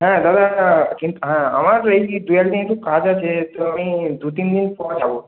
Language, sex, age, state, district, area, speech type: Bengali, male, 30-45, West Bengal, Purba Medinipur, rural, conversation